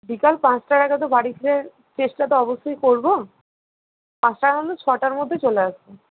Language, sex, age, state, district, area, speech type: Bengali, female, 45-60, West Bengal, Purba Bardhaman, urban, conversation